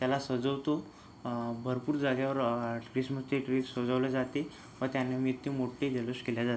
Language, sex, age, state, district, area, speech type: Marathi, male, 18-30, Maharashtra, Yavatmal, rural, spontaneous